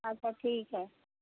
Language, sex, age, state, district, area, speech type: Maithili, female, 45-60, Bihar, Sitamarhi, rural, conversation